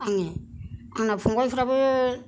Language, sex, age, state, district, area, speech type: Bodo, female, 60+, Assam, Kokrajhar, rural, spontaneous